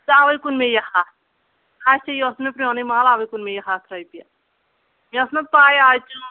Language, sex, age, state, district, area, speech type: Kashmiri, female, 30-45, Jammu and Kashmir, Anantnag, rural, conversation